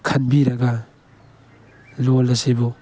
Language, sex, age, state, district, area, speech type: Manipuri, male, 18-30, Manipur, Tengnoupal, rural, spontaneous